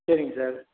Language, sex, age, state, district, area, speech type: Tamil, male, 45-60, Tamil Nadu, Salem, rural, conversation